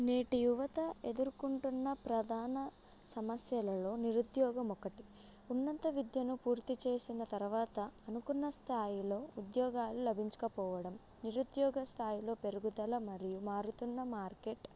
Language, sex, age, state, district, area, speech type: Telugu, female, 18-30, Telangana, Sangareddy, rural, spontaneous